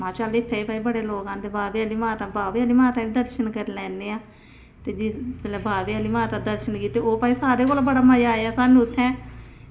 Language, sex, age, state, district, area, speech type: Dogri, female, 45-60, Jammu and Kashmir, Samba, rural, spontaneous